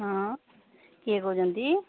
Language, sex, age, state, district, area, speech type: Odia, female, 45-60, Odisha, Angul, rural, conversation